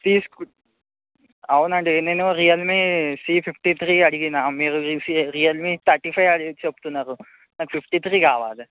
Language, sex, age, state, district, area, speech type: Telugu, male, 18-30, Telangana, Medchal, urban, conversation